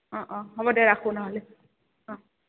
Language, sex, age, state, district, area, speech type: Assamese, female, 30-45, Assam, Goalpara, urban, conversation